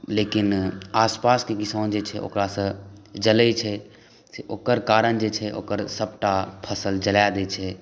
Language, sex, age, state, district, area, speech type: Maithili, male, 18-30, Bihar, Saharsa, rural, spontaneous